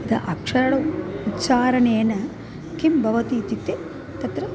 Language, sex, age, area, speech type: Sanskrit, female, 45-60, urban, spontaneous